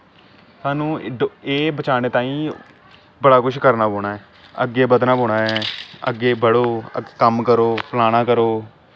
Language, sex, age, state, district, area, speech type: Dogri, male, 18-30, Jammu and Kashmir, Samba, urban, spontaneous